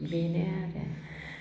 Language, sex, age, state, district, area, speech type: Bodo, female, 45-60, Assam, Baksa, rural, spontaneous